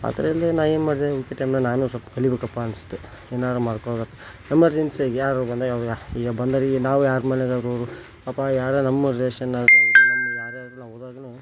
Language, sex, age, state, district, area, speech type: Kannada, male, 30-45, Karnataka, Koppal, rural, spontaneous